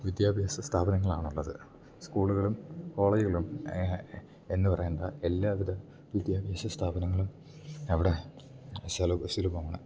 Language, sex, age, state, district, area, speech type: Malayalam, male, 18-30, Kerala, Idukki, rural, spontaneous